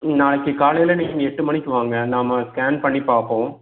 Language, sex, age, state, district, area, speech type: Tamil, male, 30-45, Tamil Nadu, Erode, rural, conversation